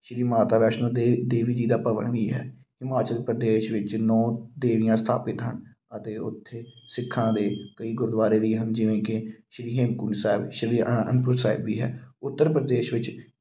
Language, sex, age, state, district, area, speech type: Punjabi, male, 30-45, Punjab, Amritsar, urban, spontaneous